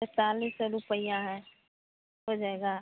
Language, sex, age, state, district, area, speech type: Hindi, female, 45-60, Bihar, Madhepura, rural, conversation